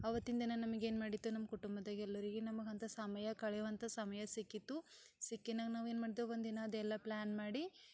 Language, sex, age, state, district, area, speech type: Kannada, female, 18-30, Karnataka, Bidar, rural, spontaneous